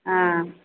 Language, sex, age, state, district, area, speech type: Tamil, female, 45-60, Tamil Nadu, Thoothukudi, urban, conversation